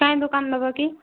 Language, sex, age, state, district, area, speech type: Odia, female, 18-30, Odisha, Subarnapur, urban, conversation